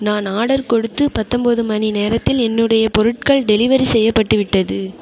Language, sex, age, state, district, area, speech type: Tamil, female, 18-30, Tamil Nadu, Mayiladuthurai, urban, read